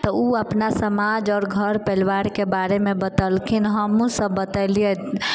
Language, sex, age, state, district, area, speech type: Maithili, female, 18-30, Bihar, Sitamarhi, rural, spontaneous